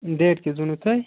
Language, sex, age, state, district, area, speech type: Kashmiri, male, 30-45, Jammu and Kashmir, Kupwara, rural, conversation